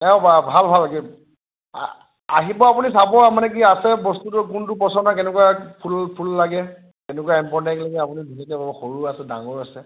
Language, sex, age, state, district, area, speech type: Assamese, male, 30-45, Assam, Nagaon, rural, conversation